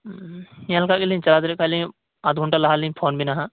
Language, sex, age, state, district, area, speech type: Santali, male, 18-30, West Bengal, Birbhum, rural, conversation